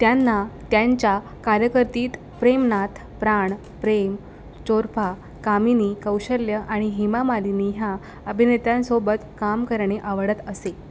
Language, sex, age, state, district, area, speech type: Marathi, female, 18-30, Maharashtra, Raigad, rural, read